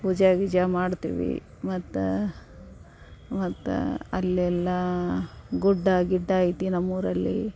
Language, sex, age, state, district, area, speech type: Kannada, female, 30-45, Karnataka, Dharwad, rural, spontaneous